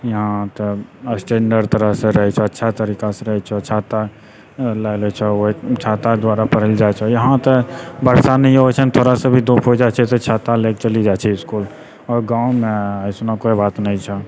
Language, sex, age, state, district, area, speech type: Maithili, male, 18-30, Bihar, Purnia, rural, spontaneous